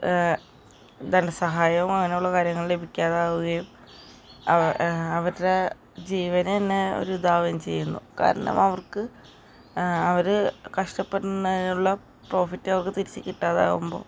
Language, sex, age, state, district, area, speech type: Malayalam, female, 18-30, Kerala, Ernakulam, rural, spontaneous